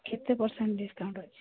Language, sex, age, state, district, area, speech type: Odia, female, 30-45, Odisha, Jagatsinghpur, rural, conversation